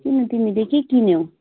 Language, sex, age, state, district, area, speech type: Nepali, female, 30-45, West Bengal, Kalimpong, rural, conversation